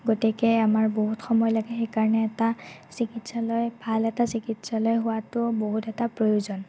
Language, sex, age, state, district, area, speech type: Assamese, female, 30-45, Assam, Morigaon, rural, spontaneous